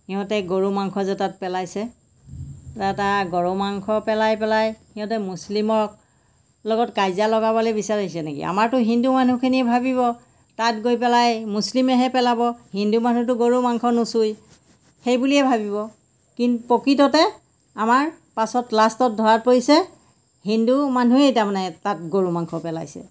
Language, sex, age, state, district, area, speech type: Assamese, female, 60+, Assam, Golaghat, urban, spontaneous